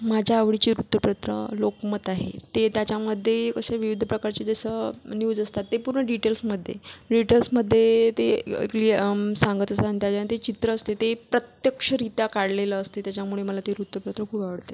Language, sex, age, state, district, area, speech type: Marathi, female, 30-45, Maharashtra, Buldhana, rural, spontaneous